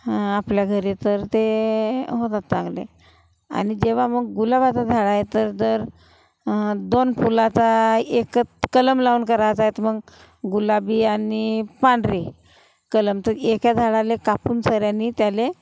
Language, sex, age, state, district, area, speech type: Marathi, female, 45-60, Maharashtra, Gondia, rural, spontaneous